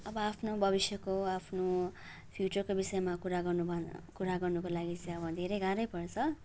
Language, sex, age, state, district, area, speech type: Nepali, female, 18-30, West Bengal, Darjeeling, rural, spontaneous